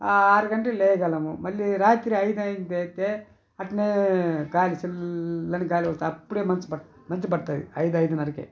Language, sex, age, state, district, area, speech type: Telugu, male, 60+, Andhra Pradesh, Sri Balaji, rural, spontaneous